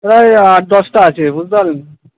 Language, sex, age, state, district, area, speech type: Bengali, male, 45-60, West Bengal, Purba Bardhaman, urban, conversation